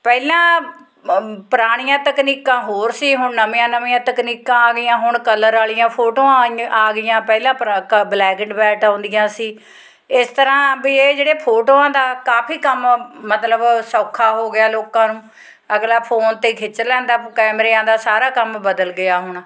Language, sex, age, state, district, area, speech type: Punjabi, female, 45-60, Punjab, Fatehgarh Sahib, rural, spontaneous